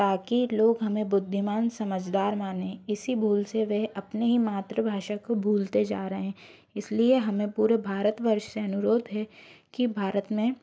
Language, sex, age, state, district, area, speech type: Hindi, female, 45-60, Madhya Pradesh, Bhopal, urban, spontaneous